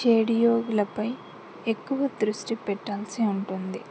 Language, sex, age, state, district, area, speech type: Telugu, female, 18-30, Andhra Pradesh, Anantapur, urban, spontaneous